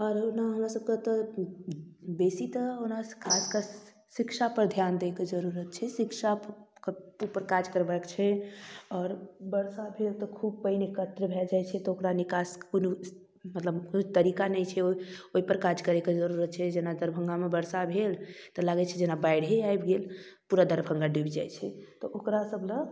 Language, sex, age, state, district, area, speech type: Maithili, female, 18-30, Bihar, Darbhanga, rural, spontaneous